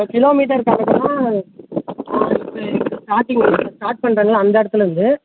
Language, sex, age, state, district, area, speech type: Tamil, male, 30-45, Tamil Nadu, Dharmapuri, rural, conversation